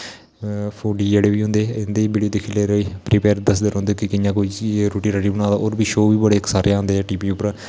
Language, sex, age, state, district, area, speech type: Dogri, male, 18-30, Jammu and Kashmir, Kathua, rural, spontaneous